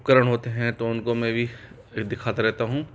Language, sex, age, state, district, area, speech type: Hindi, male, 18-30, Rajasthan, Jaipur, urban, spontaneous